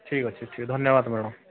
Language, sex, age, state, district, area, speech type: Odia, male, 45-60, Odisha, Sambalpur, rural, conversation